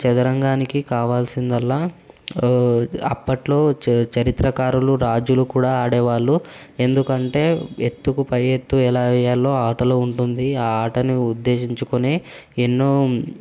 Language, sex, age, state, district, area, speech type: Telugu, male, 18-30, Telangana, Hyderabad, urban, spontaneous